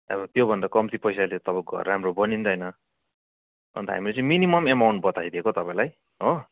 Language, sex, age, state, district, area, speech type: Nepali, male, 45-60, West Bengal, Darjeeling, rural, conversation